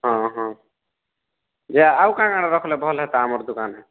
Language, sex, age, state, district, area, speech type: Odia, male, 30-45, Odisha, Kalahandi, rural, conversation